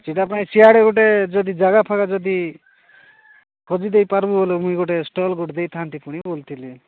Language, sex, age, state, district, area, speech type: Odia, male, 45-60, Odisha, Nabarangpur, rural, conversation